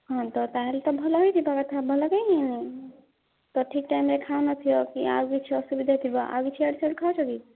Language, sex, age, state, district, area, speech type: Odia, female, 45-60, Odisha, Nayagarh, rural, conversation